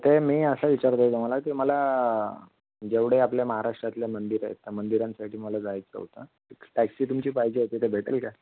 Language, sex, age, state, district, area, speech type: Marathi, male, 18-30, Maharashtra, Thane, urban, conversation